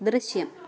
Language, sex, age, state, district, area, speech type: Malayalam, female, 18-30, Kerala, Kottayam, rural, read